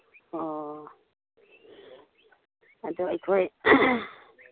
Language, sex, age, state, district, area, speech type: Manipuri, female, 45-60, Manipur, Imphal East, rural, conversation